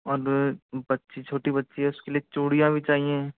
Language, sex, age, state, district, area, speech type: Hindi, male, 45-60, Rajasthan, Karauli, rural, conversation